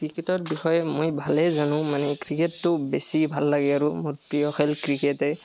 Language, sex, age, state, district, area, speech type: Assamese, male, 18-30, Assam, Barpeta, rural, spontaneous